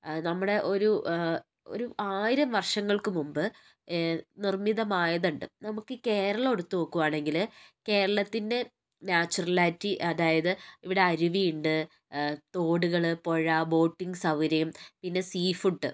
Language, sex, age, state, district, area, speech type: Malayalam, male, 30-45, Kerala, Wayanad, rural, spontaneous